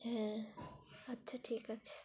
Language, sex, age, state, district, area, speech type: Bengali, female, 30-45, West Bengal, Dakshin Dinajpur, urban, spontaneous